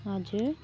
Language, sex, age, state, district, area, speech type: Nepali, female, 45-60, West Bengal, Jalpaiguri, urban, spontaneous